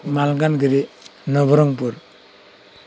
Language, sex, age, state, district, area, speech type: Odia, male, 45-60, Odisha, Koraput, urban, spontaneous